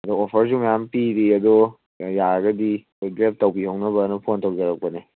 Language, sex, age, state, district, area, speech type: Manipuri, male, 18-30, Manipur, Kangpokpi, urban, conversation